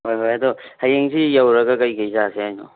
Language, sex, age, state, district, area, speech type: Manipuri, male, 18-30, Manipur, Thoubal, rural, conversation